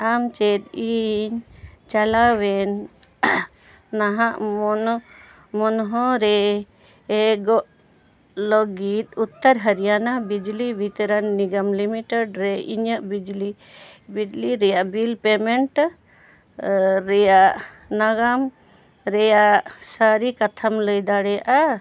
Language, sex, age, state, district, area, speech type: Santali, female, 45-60, Jharkhand, Bokaro, rural, read